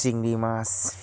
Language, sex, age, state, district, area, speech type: Bengali, male, 45-60, West Bengal, North 24 Parganas, rural, spontaneous